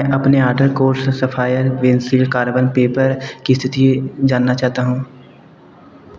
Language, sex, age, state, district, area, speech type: Hindi, male, 18-30, Uttar Pradesh, Bhadohi, urban, read